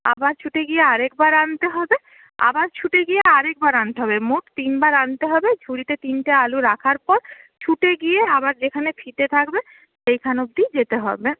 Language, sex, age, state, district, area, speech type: Bengali, female, 30-45, West Bengal, Paschim Medinipur, urban, conversation